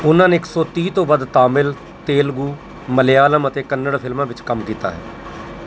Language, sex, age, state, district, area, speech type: Punjabi, male, 45-60, Punjab, Mansa, urban, read